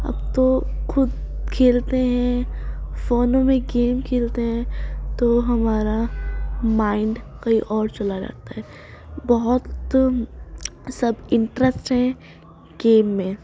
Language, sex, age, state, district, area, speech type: Urdu, female, 18-30, Uttar Pradesh, Ghaziabad, urban, spontaneous